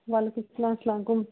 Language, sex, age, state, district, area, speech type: Kashmiri, female, 60+, Jammu and Kashmir, Srinagar, urban, conversation